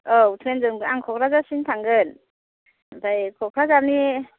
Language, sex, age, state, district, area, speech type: Bodo, female, 30-45, Assam, Kokrajhar, rural, conversation